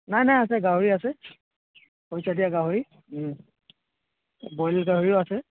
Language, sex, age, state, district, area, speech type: Assamese, male, 30-45, Assam, Charaideo, rural, conversation